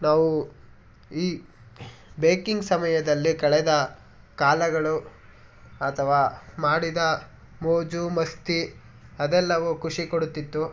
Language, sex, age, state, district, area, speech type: Kannada, male, 18-30, Karnataka, Mysore, rural, spontaneous